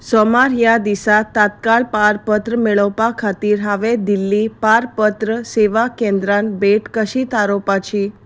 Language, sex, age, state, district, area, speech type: Goan Konkani, female, 30-45, Goa, Salcete, rural, read